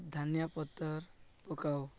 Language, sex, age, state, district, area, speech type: Odia, male, 18-30, Odisha, Koraput, urban, spontaneous